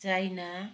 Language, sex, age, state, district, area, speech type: Nepali, female, 45-60, West Bengal, Kalimpong, rural, spontaneous